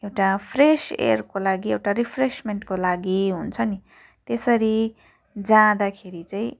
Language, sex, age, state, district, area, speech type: Nepali, female, 18-30, West Bengal, Darjeeling, rural, spontaneous